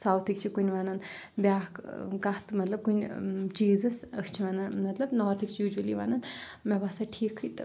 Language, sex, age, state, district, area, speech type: Kashmiri, female, 30-45, Jammu and Kashmir, Kupwara, rural, spontaneous